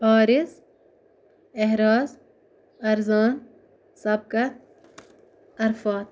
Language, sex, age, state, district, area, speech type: Kashmiri, female, 18-30, Jammu and Kashmir, Ganderbal, rural, spontaneous